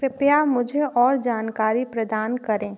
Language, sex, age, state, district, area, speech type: Hindi, female, 18-30, Madhya Pradesh, Katni, urban, read